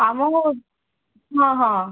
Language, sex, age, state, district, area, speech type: Odia, female, 18-30, Odisha, Bhadrak, rural, conversation